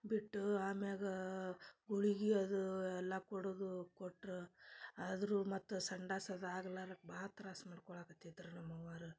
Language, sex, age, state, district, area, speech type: Kannada, female, 30-45, Karnataka, Dharwad, rural, spontaneous